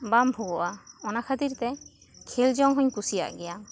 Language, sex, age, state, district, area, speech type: Santali, female, 18-30, West Bengal, Bankura, rural, spontaneous